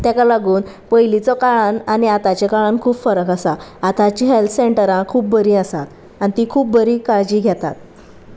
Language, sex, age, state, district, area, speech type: Goan Konkani, female, 30-45, Goa, Sanguem, rural, spontaneous